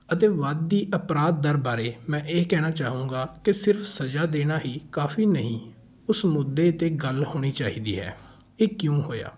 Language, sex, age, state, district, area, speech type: Punjabi, male, 18-30, Punjab, Patiala, rural, spontaneous